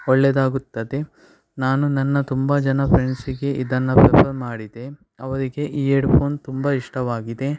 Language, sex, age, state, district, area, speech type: Kannada, male, 18-30, Karnataka, Shimoga, rural, spontaneous